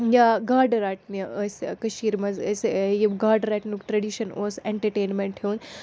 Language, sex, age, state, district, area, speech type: Kashmiri, female, 18-30, Jammu and Kashmir, Srinagar, urban, spontaneous